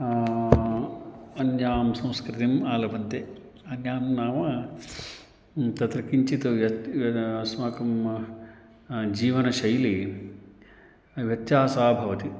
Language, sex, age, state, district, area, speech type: Sanskrit, male, 45-60, Karnataka, Uttara Kannada, rural, spontaneous